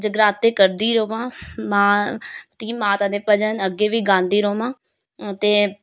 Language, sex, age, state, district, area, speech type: Dogri, female, 30-45, Jammu and Kashmir, Reasi, rural, spontaneous